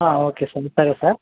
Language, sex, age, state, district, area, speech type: Telugu, male, 18-30, Telangana, Nalgonda, rural, conversation